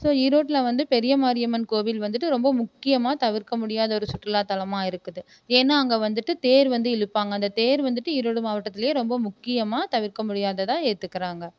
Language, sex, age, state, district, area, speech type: Tamil, female, 30-45, Tamil Nadu, Erode, rural, spontaneous